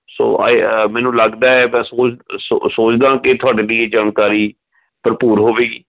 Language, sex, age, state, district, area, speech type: Punjabi, male, 45-60, Punjab, Fatehgarh Sahib, urban, conversation